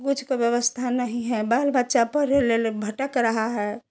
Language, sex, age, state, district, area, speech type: Hindi, female, 60+, Bihar, Samastipur, urban, spontaneous